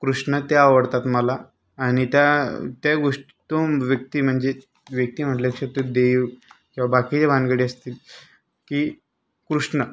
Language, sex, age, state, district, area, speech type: Marathi, male, 30-45, Maharashtra, Buldhana, urban, spontaneous